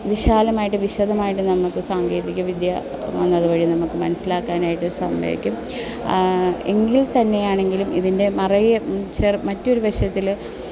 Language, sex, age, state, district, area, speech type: Malayalam, female, 30-45, Kerala, Alappuzha, urban, spontaneous